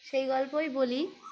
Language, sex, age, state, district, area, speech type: Bengali, female, 18-30, West Bengal, Uttar Dinajpur, urban, spontaneous